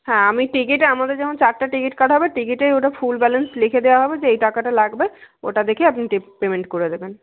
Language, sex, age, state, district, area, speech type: Bengali, female, 18-30, West Bengal, Jalpaiguri, rural, conversation